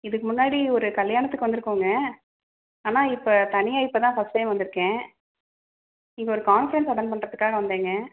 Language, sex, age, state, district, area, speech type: Tamil, female, 30-45, Tamil Nadu, Salem, urban, conversation